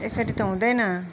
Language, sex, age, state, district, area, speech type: Nepali, female, 45-60, West Bengal, Darjeeling, rural, spontaneous